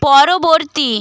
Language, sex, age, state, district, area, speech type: Bengali, female, 18-30, West Bengal, North 24 Parganas, rural, read